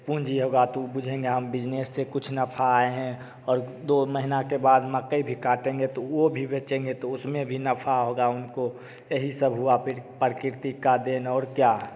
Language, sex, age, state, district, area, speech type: Hindi, male, 18-30, Bihar, Begusarai, rural, spontaneous